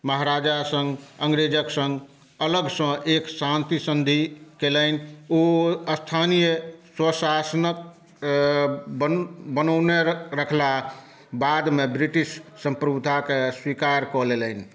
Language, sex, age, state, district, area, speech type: Maithili, male, 60+, Bihar, Saharsa, urban, read